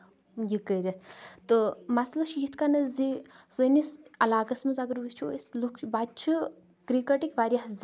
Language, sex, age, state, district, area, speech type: Kashmiri, female, 18-30, Jammu and Kashmir, Kupwara, rural, spontaneous